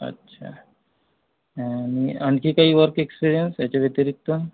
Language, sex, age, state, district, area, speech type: Marathi, male, 30-45, Maharashtra, Amravati, rural, conversation